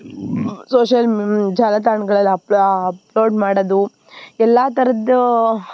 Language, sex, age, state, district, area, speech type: Kannada, female, 18-30, Karnataka, Tumkur, rural, spontaneous